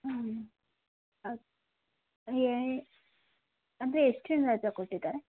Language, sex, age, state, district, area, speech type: Kannada, female, 45-60, Karnataka, Tumkur, rural, conversation